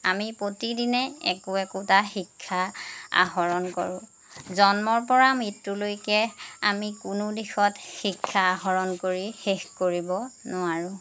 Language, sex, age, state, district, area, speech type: Assamese, female, 30-45, Assam, Jorhat, urban, spontaneous